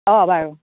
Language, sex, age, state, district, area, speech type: Assamese, female, 60+, Assam, Darrang, rural, conversation